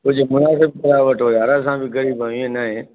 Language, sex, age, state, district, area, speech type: Sindhi, male, 30-45, Delhi, South Delhi, urban, conversation